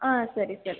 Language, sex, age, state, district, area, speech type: Kannada, female, 18-30, Karnataka, Hassan, urban, conversation